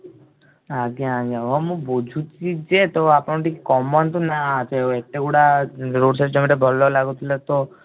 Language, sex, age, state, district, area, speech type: Odia, male, 18-30, Odisha, Balasore, rural, conversation